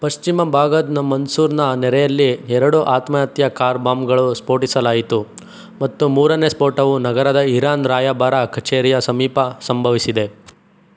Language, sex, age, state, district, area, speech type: Kannada, male, 30-45, Karnataka, Chikkaballapur, rural, read